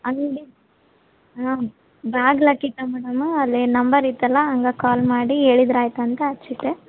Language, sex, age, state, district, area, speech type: Kannada, female, 18-30, Karnataka, Koppal, rural, conversation